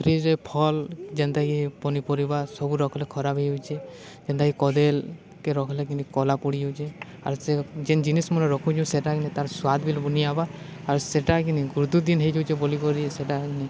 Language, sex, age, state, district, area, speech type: Odia, male, 18-30, Odisha, Balangir, urban, spontaneous